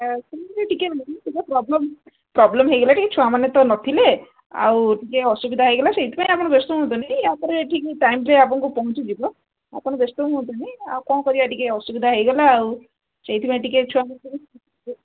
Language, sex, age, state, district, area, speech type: Odia, female, 60+, Odisha, Gajapati, rural, conversation